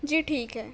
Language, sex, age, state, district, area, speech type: Urdu, female, 18-30, Telangana, Hyderabad, urban, spontaneous